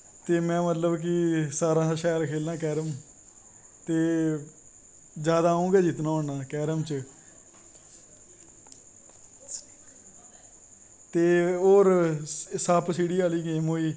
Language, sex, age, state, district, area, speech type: Dogri, male, 18-30, Jammu and Kashmir, Kathua, rural, spontaneous